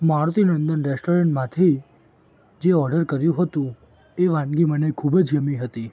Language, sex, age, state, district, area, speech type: Gujarati, female, 18-30, Gujarat, Ahmedabad, urban, spontaneous